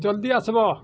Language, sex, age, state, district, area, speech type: Odia, male, 45-60, Odisha, Bargarh, urban, spontaneous